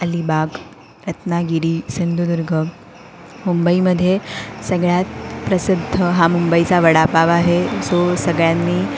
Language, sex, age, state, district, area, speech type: Marathi, female, 18-30, Maharashtra, Ratnagiri, urban, spontaneous